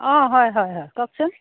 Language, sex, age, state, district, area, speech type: Assamese, female, 45-60, Assam, Dhemaji, urban, conversation